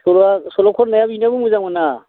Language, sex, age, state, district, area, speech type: Bodo, male, 60+, Assam, Baksa, urban, conversation